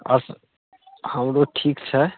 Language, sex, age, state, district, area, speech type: Maithili, male, 18-30, Bihar, Samastipur, rural, conversation